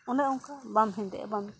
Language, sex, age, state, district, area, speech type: Santali, female, 45-60, West Bengal, Paschim Bardhaman, rural, spontaneous